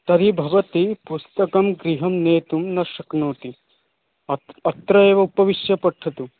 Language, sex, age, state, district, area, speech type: Sanskrit, male, 18-30, Odisha, Puri, rural, conversation